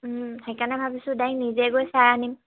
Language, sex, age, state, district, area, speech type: Assamese, female, 18-30, Assam, Dhemaji, urban, conversation